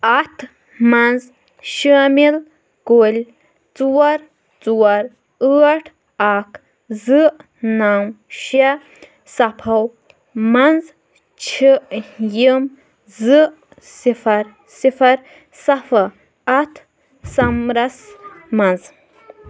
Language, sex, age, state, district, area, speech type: Kashmiri, female, 18-30, Jammu and Kashmir, Kulgam, urban, read